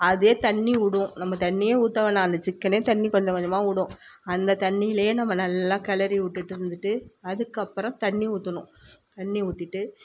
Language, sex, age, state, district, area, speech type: Tamil, female, 45-60, Tamil Nadu, Tiruvarur, rural, spontaneous